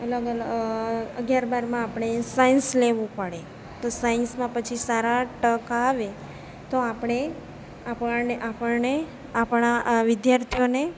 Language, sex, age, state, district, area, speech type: Gujarati, female, 30-45, Gujarat, Narmada, rural, spontaneous